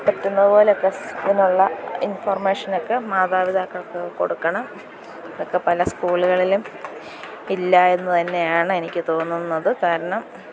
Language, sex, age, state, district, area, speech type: Malayalam, female, 45-60, Kerala, Kottayam, rural, spontaneous